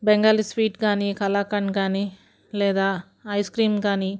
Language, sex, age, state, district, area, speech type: Telugu, female, 45-60, Andhra Pradesh, Guntur, rural, spontaneous